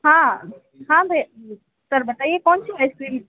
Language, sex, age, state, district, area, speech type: Hindi, female, 18-30, Uttar Pradesh, Mirzapur, urban, conversation